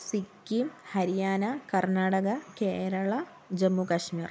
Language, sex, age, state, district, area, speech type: Malayalam, female, 45-60, Kerala, Wayanad, rural, spontaneous